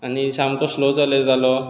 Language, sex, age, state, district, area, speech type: Goan Konkani, male, 18-30, Goa, Bardez, urban, spontaneous